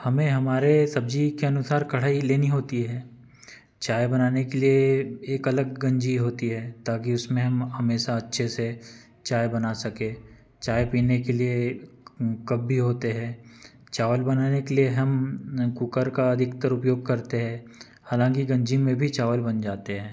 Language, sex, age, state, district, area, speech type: Hindi, male, 30-45, Madhya Pradesh, Betul, urban, spontaneous